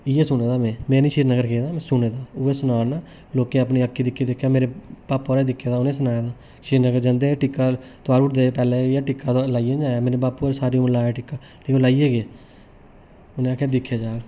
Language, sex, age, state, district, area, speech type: Dogri, male, 18-30, Jammu and Kashmir, Reasi, urban, spontaneous